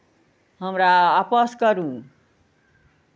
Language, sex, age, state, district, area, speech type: Maithili, female, 60+, Bihar, Araria, rural, spontaneous